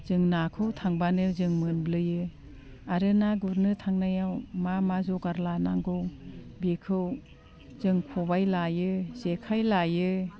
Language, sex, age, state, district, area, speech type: Bodo, female, 60+, Assam, Udalguri, rural, spontaneous